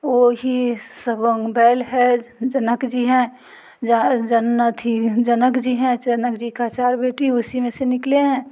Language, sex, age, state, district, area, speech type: Hindi, female, 45-60, Bihar, Muzaffarpur, rural, spontaneous